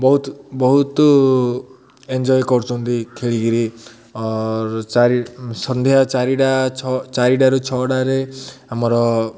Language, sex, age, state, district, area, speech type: Odia, male, 30-45, Odisha, Ganjam, urban, spontaneous